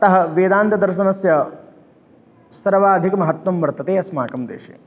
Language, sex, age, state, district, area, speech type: Sanskrit, male, 18-30, Uttar Pradesh, Lucknow, urban, spontaneous